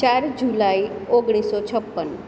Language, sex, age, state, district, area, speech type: Gujarati, female, 30-45, Gujarat, Surat, urban, spontaneous